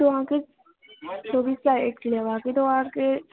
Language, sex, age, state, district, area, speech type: Maithili, female, 30-45, Bihar, Madhubani, rural, conversation